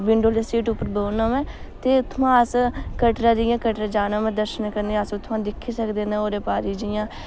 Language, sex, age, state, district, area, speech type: Dogri, female, 18-30, Jammu and Kashmir, Udhampur, rural, spontaneous